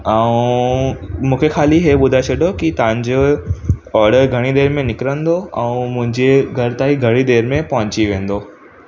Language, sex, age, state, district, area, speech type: Sindhi, male, 18-30, Gujarat, Surat, urban, spontaneous